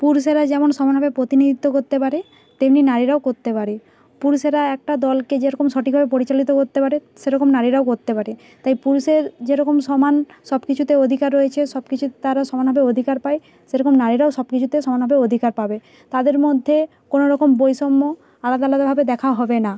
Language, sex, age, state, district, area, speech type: Bengali, female, 30-45, West Bengal, Nadia, urban, spontaneous